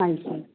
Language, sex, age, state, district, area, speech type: Punjabi, female, 45-60, Punjab, Jalandhar, rural, conversation